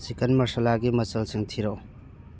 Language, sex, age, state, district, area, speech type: Manipuri, male, 30-45, Manipur, Churachandpur, rural, read